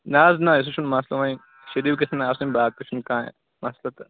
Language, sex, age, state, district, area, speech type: Kashmiri, male, 18-30, Jammu and Kashmir, Shopian, rural, conversation